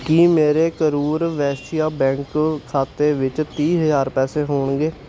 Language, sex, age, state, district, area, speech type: Punjabi, male, 18-30, Punjab, Hoshiarpur, rural, read